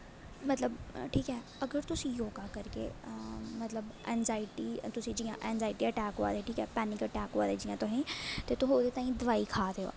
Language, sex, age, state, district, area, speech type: Dogri, female, 18-30, Jammu and Kashmir, Jammu, rural, spontaneous